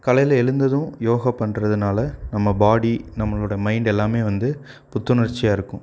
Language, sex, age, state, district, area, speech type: Tamil, male, 18-30, Tamil Nadu, Coimbatore, rural, spontaneous